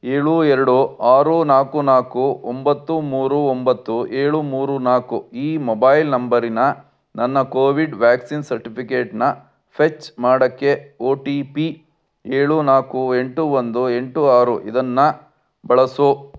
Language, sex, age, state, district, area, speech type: Kannada, male, 60+, Karnataka, Chitradurga, rural, read